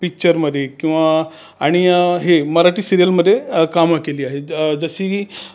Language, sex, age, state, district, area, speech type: Marathi, male, 45-60, Maharashtra, Raigad, rural, spontaneous